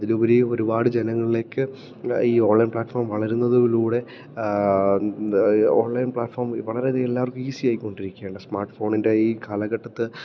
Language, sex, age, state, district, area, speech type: Malayalam, male, 18-30, Kerala, Idukki, rural, spontaneous